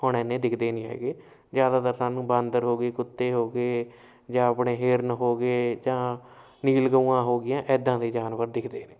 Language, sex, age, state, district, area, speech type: Punjabi, male, 18-30, Punjab, Shaheed Bhagat Singh Nagar, urban, spontaneous